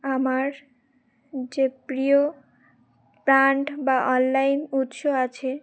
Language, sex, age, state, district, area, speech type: Bengali, female, 18-30, West Bengal, Uttar Dinajpur, urban, spontaneous